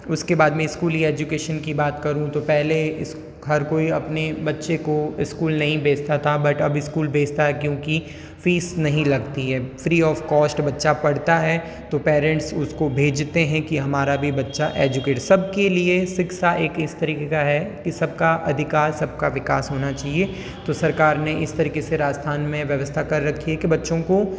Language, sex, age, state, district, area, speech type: Hindi, female, 18-30, Rajasthan, Jodhpur, urban, spontaneous